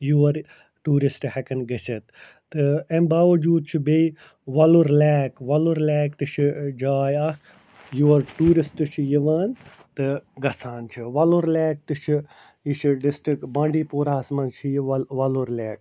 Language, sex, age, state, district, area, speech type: Kashmiri, male, 45-60, Jammu and Kashmir, Srinagar, urban, spontaneous